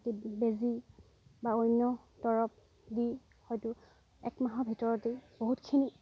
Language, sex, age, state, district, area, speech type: Assamese, female, 45-60, Assam, Dibrugarh, rural, spontaneous